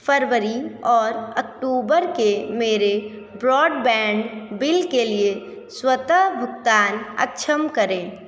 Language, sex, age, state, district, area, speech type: Hindi, female, 18-30, Uttar Pradesh, Sonbhadra, rural, read